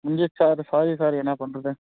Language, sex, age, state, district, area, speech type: Tamil, male, 30-45, Tamil Nadu, Krishnagiri, rural, conversation